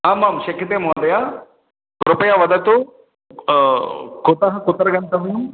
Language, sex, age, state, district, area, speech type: Sanskrit, male, 30-45, Andhra Pradesh, Guntur, urban, conversation